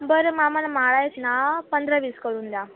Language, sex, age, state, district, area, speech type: Marathi, female, 18-30, Maharashtra, Nashik, urban, conversation